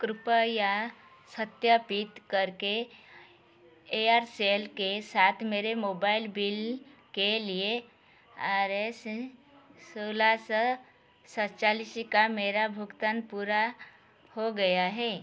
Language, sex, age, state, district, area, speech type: Hindi, female, 45-60, Madhya Pradesh, Chhindwara, rural, read